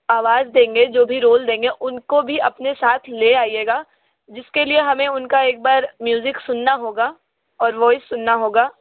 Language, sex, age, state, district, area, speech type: Hindi, female, 18-30, Uttar Pradesh, Sonbhadra, rural, conversation